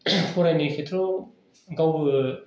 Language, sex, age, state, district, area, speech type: Bodo, male, 30-45, Assam, Kokrajhar, rural, spontaneous